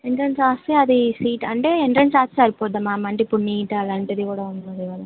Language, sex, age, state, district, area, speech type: Telugu, female, 30-45, Telangana, Ranga Reddy, rural, conversation